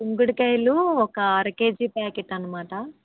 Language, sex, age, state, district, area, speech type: Telugu, female, 30-45, Andhra Pradesh, Kakinada, rural, conversation